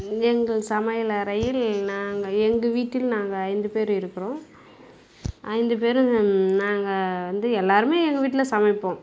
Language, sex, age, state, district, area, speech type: Tamil, female, 45-60, Tamil Nadu, Kallakurichi, rural, spontaneous